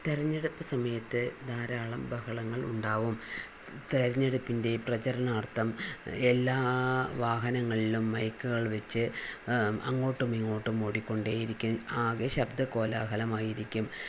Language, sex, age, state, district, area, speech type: Malayalam, female, 60+, Kerala, Palakkad, rural, spontaneous